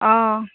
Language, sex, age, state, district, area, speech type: Assamese, female, 30-45, Assam, Barpeta, rural, conversation